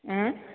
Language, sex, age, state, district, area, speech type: Odia, female, 30-45, Odisha, Sambalpur, rural, conversation